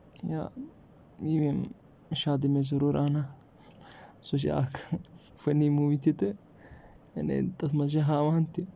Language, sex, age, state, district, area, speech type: Kashmiri, male, 18-30, Jammu and Kashmir, Budgam, rural, spontaneous